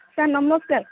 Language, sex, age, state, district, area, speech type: Odia, female, 18-30, Odisha, Sundergarh, urban, conversation